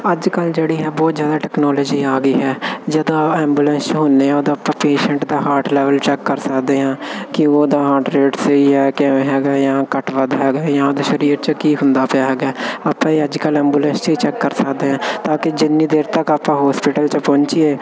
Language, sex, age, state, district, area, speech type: Punjabi, male, 18-30, Punjab, Firozpur, urban, spontaneous